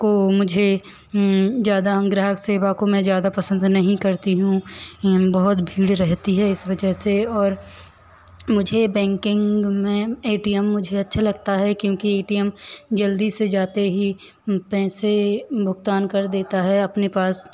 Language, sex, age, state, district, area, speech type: Hindi, female, 18-30, Madhya Pradesh, Hoshangabad, rural, spontaneous